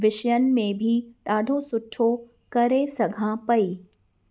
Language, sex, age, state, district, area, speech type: Sindhi, female, 30-45, Uttar Pradesh, Lucknow, urban, spontaneous